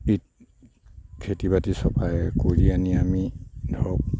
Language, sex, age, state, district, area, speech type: Assamese, male, 60+, Assam, Kamrup Metropolitan, urban, spontaneous